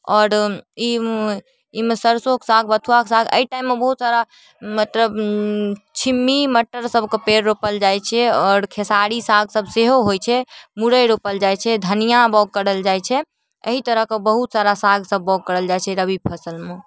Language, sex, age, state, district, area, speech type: Maithili, female, 18-30, Bihar, Darbhanga, rural, spontaneous